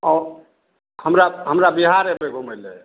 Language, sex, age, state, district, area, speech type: Maithili, male, 60+, Bihar, Madhepura, urban, conversation